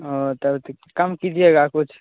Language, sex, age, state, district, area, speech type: Hindi, male, 18-30, Bihar, Begusarai, rural, conversation